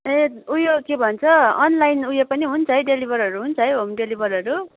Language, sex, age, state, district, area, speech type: Nepali, female, 30-45, West Bengal, Jalpaiguri, rural, conversation